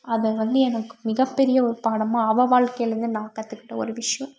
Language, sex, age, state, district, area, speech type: Tamil, female, 18-30, Tamil Nadu, Tiruppur, rural, spontaneous